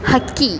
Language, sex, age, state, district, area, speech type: Kannada, female, 18-30, Karnataka, Bangalore Urban, rural, read